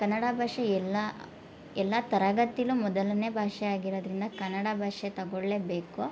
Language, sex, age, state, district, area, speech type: Kannada, female, 30-45, Karnataka, Hassan, rural, spontaneous